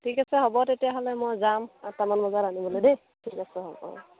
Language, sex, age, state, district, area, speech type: Assamese, female, 30-45, Assam, Sivasagar, rural, conversation